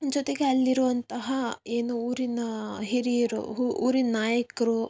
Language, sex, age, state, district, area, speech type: Kannada, female, 18-30, Karnataka, Davanagere, rural, spontaneous